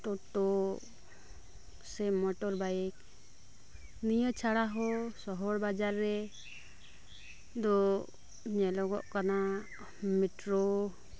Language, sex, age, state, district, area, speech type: Santali, female, 30-45, West Bengal, Birbhum, rural, spontaneous